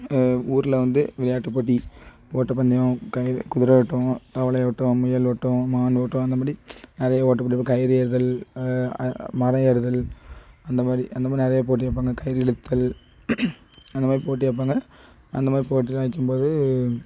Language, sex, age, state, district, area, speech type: Tamil, male, 30-45, Tamil Nadu, Thoothukudi, rural, spontaneous